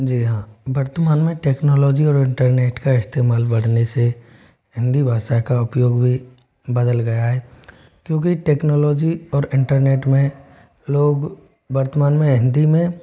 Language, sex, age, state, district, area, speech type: Hindi, male, 45-60, Rajasthan, Jodhpur, urban, spontaneous